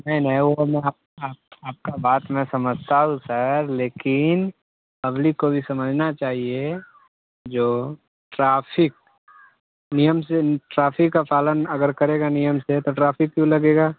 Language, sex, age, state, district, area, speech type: Hindi, male, 18-30, Bihar, Muzaffarpur, rural, conversation